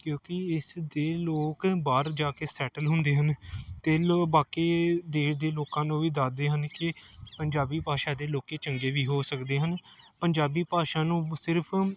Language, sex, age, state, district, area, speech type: Punjabi, male, 18-30, Punjab, Gurdaspur, urban, spontaneous